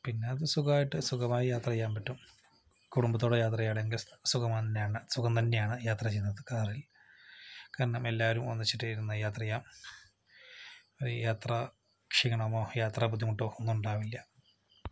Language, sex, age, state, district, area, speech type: Malayalam, male, 45-60, Kerala, Palakkad, rural, spontaneous